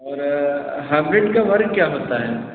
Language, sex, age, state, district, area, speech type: Hindi, male, 30-45, Uttar Pradesh, Sitapur, rural, conversation